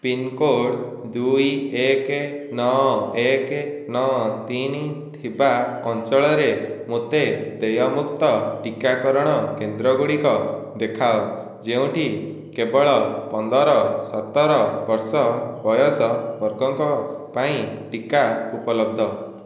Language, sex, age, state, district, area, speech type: Odia, male, 18-30, Odisha, Dhenkanal, rural, read